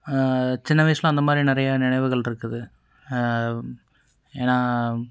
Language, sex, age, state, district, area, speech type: Tamil, male, 18-30, Tamil Nadu, Coimbatore, urban, spontaneous